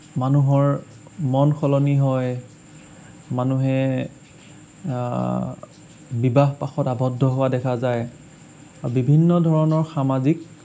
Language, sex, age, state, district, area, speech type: Assamese, male, 18-30, Assam, Sonitpur, rural, spontaneous